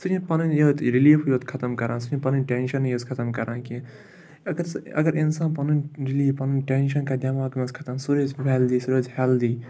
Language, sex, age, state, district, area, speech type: Kashmiri, male, 18-30, Jammu and Kashmir, Ganderbal, rural, spontaneous